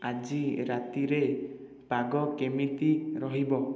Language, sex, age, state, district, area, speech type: Odia, male, 18-30, Odisha, Khordha, rural, read